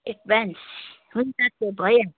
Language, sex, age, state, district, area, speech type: Nepali, female, 60+, West Bengal, Darjeeling, rural, conversation